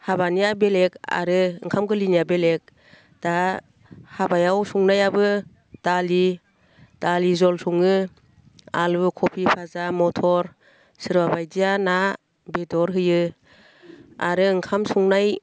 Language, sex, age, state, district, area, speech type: Bodo, female, 45-60, Assam, Baksa, rural, spontaneous